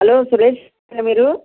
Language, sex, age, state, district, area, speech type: Telugu, female, 60+, Andhra Pradesh, West Godavari, rural, conversation